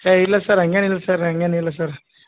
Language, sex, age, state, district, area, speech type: Kannada, male, 30-45, Karnataka, Gulbarga, urban, conversation